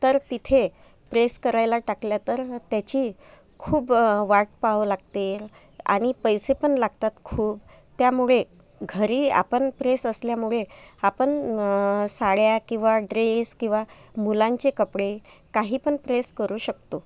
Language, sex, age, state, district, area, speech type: Marathi, female, 30-45, Maharashtra, Amravati, urban, spontaneous